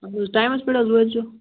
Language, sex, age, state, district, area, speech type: Kashmiri, male, 18-30, Jammu and Kashmir, Bandipora, rural, conversation